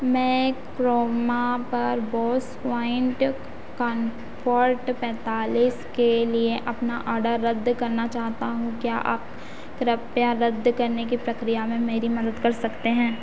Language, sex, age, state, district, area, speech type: Hindi, female, 30-45, Madhya Pradesh, Harda, urban, read